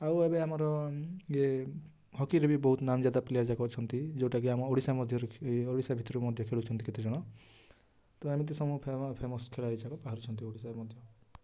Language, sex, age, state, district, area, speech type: Odia, male, 18-30, Odisha, Kalahandi, rural, spontaneous